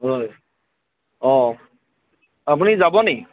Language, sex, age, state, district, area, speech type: Assamese, male, 30-45, Assam, Golaghat, urban, conversation